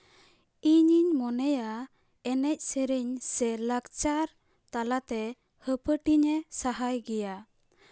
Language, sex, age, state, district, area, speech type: Santali, female, 18-30, West Bengal, Paschim Bardhaman, urban, spontaneous